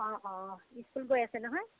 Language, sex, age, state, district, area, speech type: Assamese, female, 30-45, Assam, Golaghat, urban, conversation